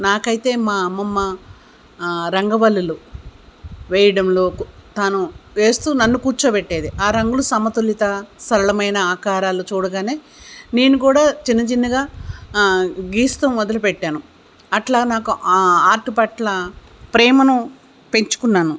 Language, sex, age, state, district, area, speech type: Telugu, female, 60+, Telangana, Hyderabad, urban, spontaneous